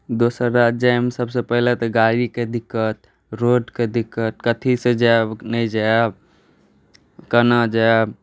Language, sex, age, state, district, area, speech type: Maithili, other, 18-30, Bihar, Saharsa, rural, spontaneous